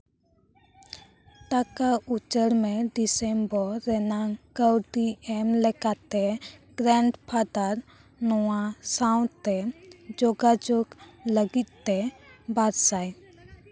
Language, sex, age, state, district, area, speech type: Santali, female, 18-30, West Bengal, Bankura, rural, read